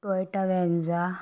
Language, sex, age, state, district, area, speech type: Gujarati, female, 18-30, Gujarat, Ahmedabad, urban, spontaneous